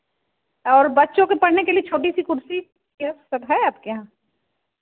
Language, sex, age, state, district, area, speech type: Hindi, female, 18-30, Uttar Pradesh, Chandauli, rural, conversation